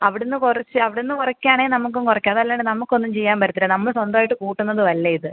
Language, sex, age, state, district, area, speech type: Malayalam, female, 18-30, Kerala, Kottayam, rural, conversation